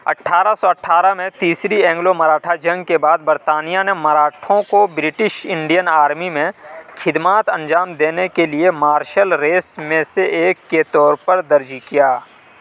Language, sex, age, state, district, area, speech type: Urdu, male, 45-60, Uttar Pradesh, Aligarh, rural, read